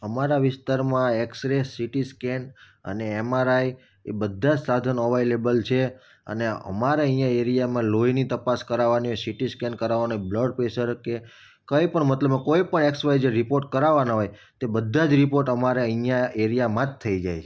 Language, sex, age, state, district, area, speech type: Gujarati, male, 30-45, Gujarat, Surat, urban, spontaneous